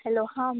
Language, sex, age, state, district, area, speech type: Marathi, female, 18-30, Maharashtra, Mumbai Suburban, urban, conversation